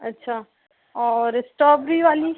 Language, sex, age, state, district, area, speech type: Hindi, female, 30-45, Madhya Pradesh, Chhindwara, urban, conversation